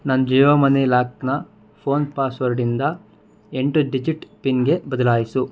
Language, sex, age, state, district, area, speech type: Kannada, male, 60+, Karnataka, Bangalore Rural, rural, read